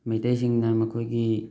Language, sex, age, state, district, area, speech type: Manipuri, male, 18-30, Manipur, Thoubal, rural, spontaneous